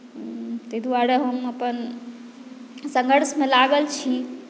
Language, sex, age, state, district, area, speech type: Maithili, female, 30-45, Bihar, Madhubani, rural, spontaneous